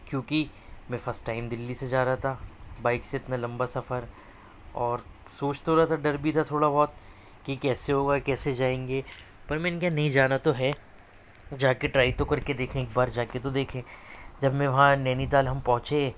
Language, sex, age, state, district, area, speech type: Urdu, male, 30-45, Delhi, Central Delhi, urban, spontaneous